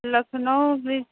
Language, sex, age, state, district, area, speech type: Hindi, female, 18-30, Uttar Pradesh, Sonbhadra, rural, conversation